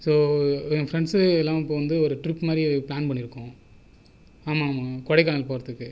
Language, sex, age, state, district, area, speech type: Tamil, male, 30-45, Tamil Nadu, Viluppuram, rural, spontaneous